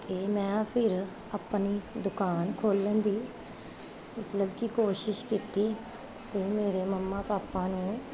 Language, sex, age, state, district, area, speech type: Punjabi, female, 30-45, Punjab, Gurdaspur, urban, spontaneous